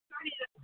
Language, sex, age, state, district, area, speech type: Manipuri, female, 30-45, Manipur, Kangpokpi, urban, conversation